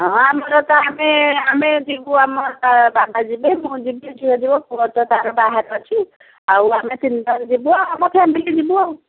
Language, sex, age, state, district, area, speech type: Odia, female, 60+, Odisha, Jharsuguda, rural, conversation